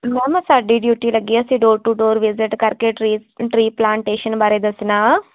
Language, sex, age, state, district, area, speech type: Punjabi, female, 18-30, Punjab, Firozpur, rural, conversation